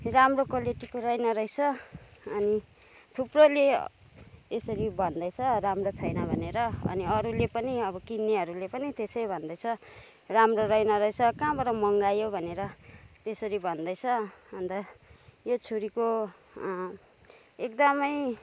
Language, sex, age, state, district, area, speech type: Nepali, female, 30-45, West Bengal, Kalimpong, rural, spontaneous